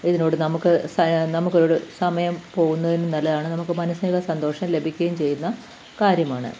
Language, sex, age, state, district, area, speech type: Malayalam, female, 45-60, Kerala, Pathanamthitta, rural, spontaneous